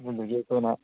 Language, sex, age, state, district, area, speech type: Manipuri, male, 30-45, Manipur, Kakching, rural, conversation